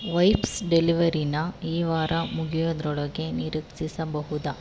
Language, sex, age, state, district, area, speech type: Kannada, female, 18-30, Karnataka, Chamarajanagar, rural, read